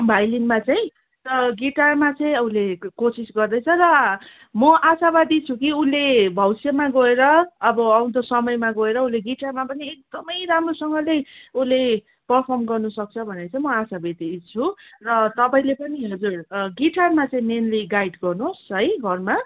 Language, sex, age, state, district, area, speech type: Nepali, female, 30-45, West Bengal, Darjeeling, rural, conversation